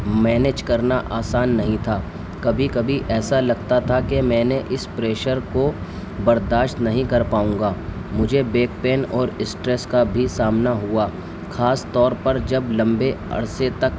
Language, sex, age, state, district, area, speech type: Urdu, male, 18-30, Delhi, New Delhi, urban, spontaneous